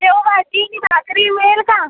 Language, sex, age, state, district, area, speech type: Marathi, female, 18-30, Maharashtra, Buldhana, rural, conversation